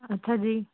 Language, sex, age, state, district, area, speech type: Punjabi, female, 18-30, Punjab, Shaheed Bhagat Singh Nagar, rural, conversation